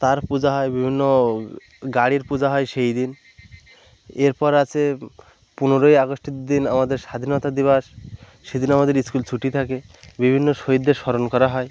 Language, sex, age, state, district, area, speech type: Bengali, male, 18-30, West Bengal, Birbhum, urban, spontaneous